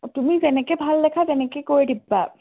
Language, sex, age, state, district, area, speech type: Assamese, female, 18-30, Assam, Biswanath, rural, conversation